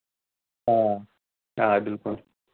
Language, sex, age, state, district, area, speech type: Kashmiri, male, 30-45, Jammu and Kashmir, Anantnag, rural, conversation